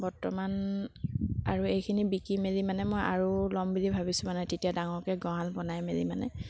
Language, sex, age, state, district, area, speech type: Assamese, female, 30-45, Assam, Sivasagar, rural, spontaneous